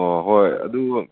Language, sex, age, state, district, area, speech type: Manipuri, male, 30-45, Manipur, Churachandpur, rural, conversation